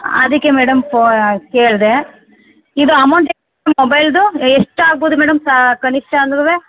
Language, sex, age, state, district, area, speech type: Kannada, female, 30-45, Karnataka, Chamarajanagar, rural, conversation